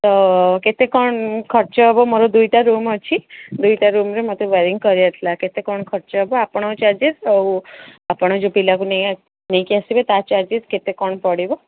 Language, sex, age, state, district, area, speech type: Odia, female, 45-60, Odisha, Sundergarh, rural, conversation